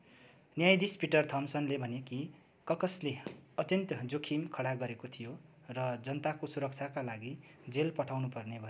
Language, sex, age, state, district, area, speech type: Nepali, male, 30-45, West Bengal, Darjeeling, rural, read